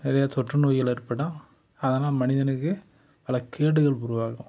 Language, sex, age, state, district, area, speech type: Tamil, male, 30-45, Tamil Nadu, Tiruppur, rural, spontaneous